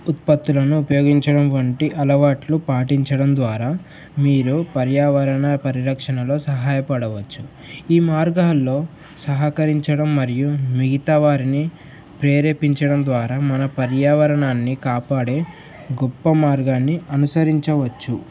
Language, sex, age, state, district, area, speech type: Telugu, male, 18-30, Telangana, Mulugu, urban, spontaneous